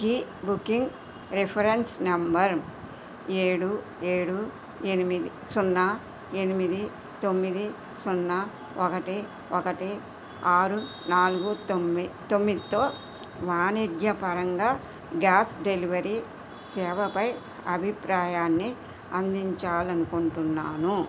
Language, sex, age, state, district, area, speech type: Telugu, female, 60+, Andhra Pradesh, Krishna, rural, read